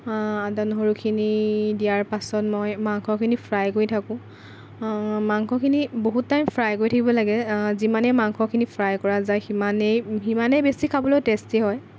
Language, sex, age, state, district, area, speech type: Assamese, female, 18-30, Assam, Lakhimpur, rural, spontaneous